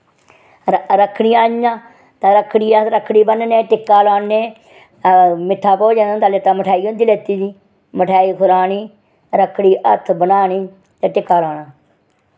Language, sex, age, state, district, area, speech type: Dogri, female, 60+, Jammu and Kashmir, Reasi, rural, spontaneous